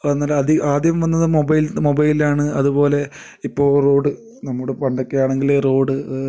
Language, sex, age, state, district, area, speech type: Malayalam, male, 30-45, Kerala, Kasaragod, rural, spontaneous